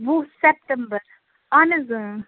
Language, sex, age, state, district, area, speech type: Kashmiri, female, 30-45, Jammu and Kashmir, Ganderbal, rural, conversation